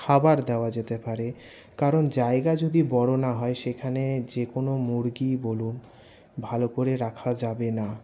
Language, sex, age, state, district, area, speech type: Bengali, male, 18-30, West Bengal, Paschim Bardhaman, urban, spontaneous